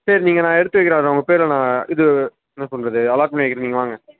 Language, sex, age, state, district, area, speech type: Tamil, male, 18-30, Tamil Nadu, Perambalur, rural, conversation